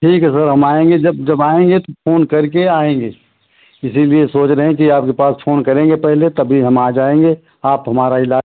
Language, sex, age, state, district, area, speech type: Hindi, male, 60+, Uttar Pradesh, Ayodhya, rural, conversation